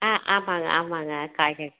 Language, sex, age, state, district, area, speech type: Tamil, female, 60+, Tamil Nadu, Madurai, rural, conversation